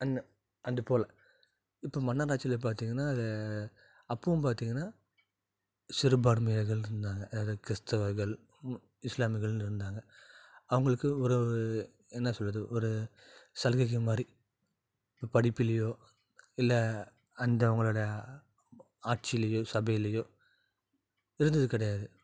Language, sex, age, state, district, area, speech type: Tamil, male, 30-45, Tamil Nadu, Salem, urban, spontaneous